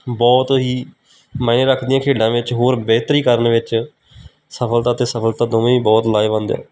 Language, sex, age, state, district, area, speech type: Punjabi, male, 18-30, Punjab, Kapurthala, rural, spontaneous